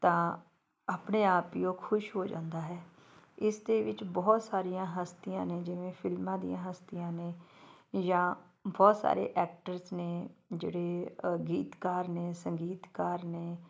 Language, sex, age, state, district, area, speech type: Punjabi, female, 45-60, Punjab, Fatehgarh Sahib, urban, spontaneous